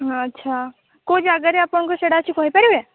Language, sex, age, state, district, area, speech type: Odia, female, 18-30, Odisha, Sambalpur, rural, conversation